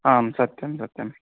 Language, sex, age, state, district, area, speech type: Sanskrit, male, 18-30, Karnataka, Uttara Kannada, rural, conversation